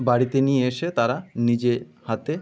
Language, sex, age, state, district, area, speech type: Bengali, male, 30-45, West Bengal, North 24 Parganas, rural, spontaneous